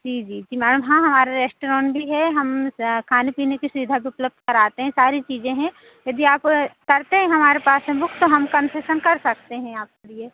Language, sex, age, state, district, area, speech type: Hindi, female, 30-45, Madhya Pradesh, Seoni, urban, conversation